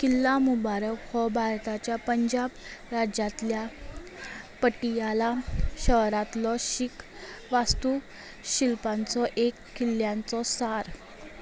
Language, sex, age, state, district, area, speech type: Goan Konkani, female, 18-30, Goa, Salcete, rural, read